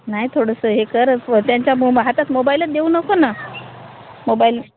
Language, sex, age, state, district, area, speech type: Marathi, female, 30-45, Maharashtra, Hingoli, urban, conversation